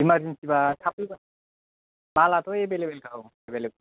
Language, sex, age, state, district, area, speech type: Bodo, male, 30-45, Assam, Kokrajhar, rural, conversation